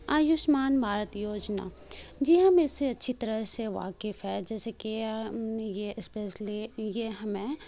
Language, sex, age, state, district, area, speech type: Urdu, female, 18-30, Bihar, Khagaria, rural, spontaneous